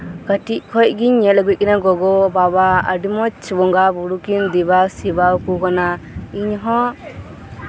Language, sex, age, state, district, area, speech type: Santali, female, 18-30, West Bengal, Birbhum, rural, spontaneous